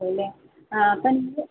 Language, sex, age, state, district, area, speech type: Malayalam, female, 18-30, Kerala, Palakkad, rural, conversation